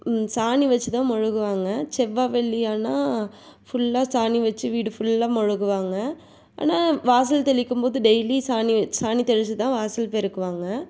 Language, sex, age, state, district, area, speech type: Tamil, female, 45-60, Tamil Nadu, Tiruvarur, rural, spontaneous